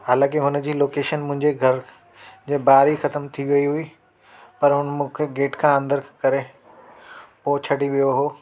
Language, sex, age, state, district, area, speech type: Sindhi, male, 30-45, Delhi, South Delhi, urban, spontaneous